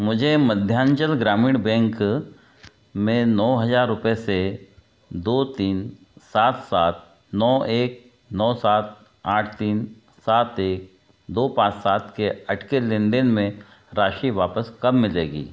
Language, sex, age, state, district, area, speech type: Hindi, male, 60+, Madhya Pradesh, Betul, urban, read